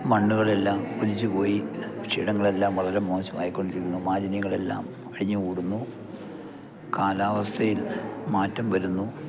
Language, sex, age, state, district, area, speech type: Malayalam, male, 60+, Kerala, Idukki, rural, spontaneous